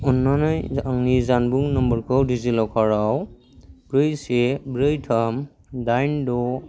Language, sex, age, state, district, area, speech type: Bodo, male, 18-30, Assam, Kokrajhar, rural, read